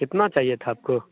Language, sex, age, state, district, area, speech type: Hindi, male, 18-30, Bihar, Begusarai, rural, conversation